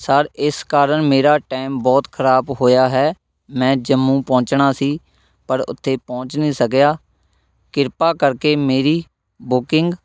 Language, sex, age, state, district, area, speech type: Punjabi, male, 18-30, Punjab, Shaheed Bhagat Singh Nagar, rural, spontaneous